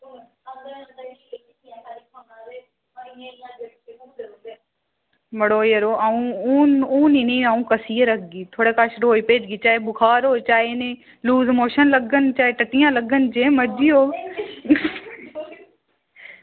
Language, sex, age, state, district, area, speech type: Dogri, female, 18-30, Jammu and Kashmir, Udhampur, rural, conversation